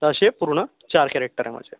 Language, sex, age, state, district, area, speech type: Marathi, male, 30-45, Maharashtra, Yavatmal, urban, conversation